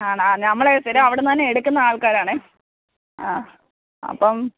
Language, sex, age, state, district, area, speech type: Malayalam, female, 30-45, Kerala, Pathanamthitta, rural, conversation